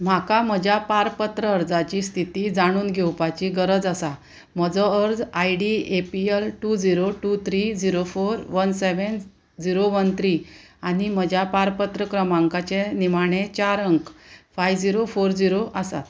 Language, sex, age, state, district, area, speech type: Goan Konkani, female, 45-60, Goa, Murmgao, urban, read